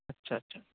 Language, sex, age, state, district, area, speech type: Urdu, male, 18-30, Uttar Pradesh, Saharanpur, urban, conversation